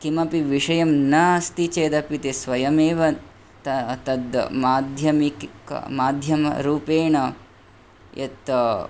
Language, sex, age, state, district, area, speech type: Sanskrit, male, 18-30, Karnataka, Bangalore Urban, rural, spontaneous